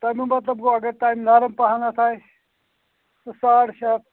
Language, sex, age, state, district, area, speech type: Kashmiri, male, 45-60, Jammu and Kashmir, Anantnag, rural, conversation